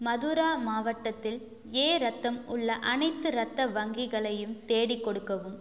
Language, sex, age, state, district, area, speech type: Tamil, female, 18-30, Tamil Nadu, Tiruchirappalli, rural, read